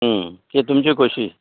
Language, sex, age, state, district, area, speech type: Goan Konkani, male, 60+, Goa, Canacona, rural, conversation